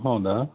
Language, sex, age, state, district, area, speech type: Kannada, male, 30-45, Karnataka, Shimoga, rural, conversation